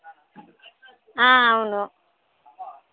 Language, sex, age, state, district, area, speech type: Telugu, female, 30-45, Telangana, Hanamkonda, rural, conversation